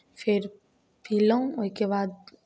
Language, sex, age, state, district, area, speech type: Maithili, female, 18-30, Bihar, Samastipur, urban, spontaneous